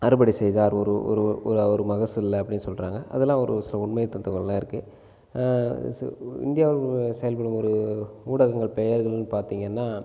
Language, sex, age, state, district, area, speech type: Tamil, male, 30-45, Tamil Nadu, Cuddalore, rural, spontaneous